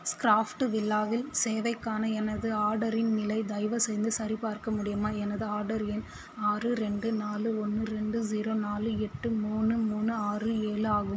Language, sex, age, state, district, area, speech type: Tamil, female, 18-30, Tamil Nadu, Vellore, urban, read